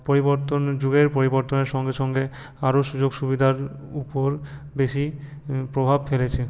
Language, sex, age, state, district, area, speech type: Bengali, male, 18-30, West Bengal, Purulia, urban, spontaneous